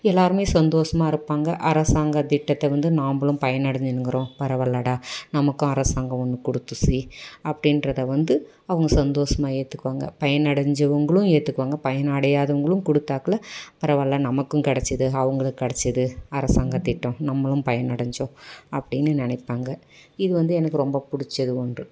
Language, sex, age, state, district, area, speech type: Tamil, female, 45-60, Tamil Nadu, Dharmapuri, rural, spontaneous